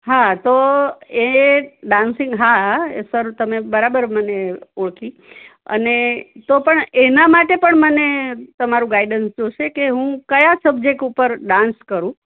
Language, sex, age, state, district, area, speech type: Gujarati, female, 60+, Gujarat, Anand, urban, conversation